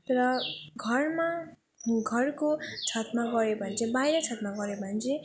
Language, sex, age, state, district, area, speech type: Nepali, female, 18-30, West Bengal, Jalpaiguri, rural, spontaneous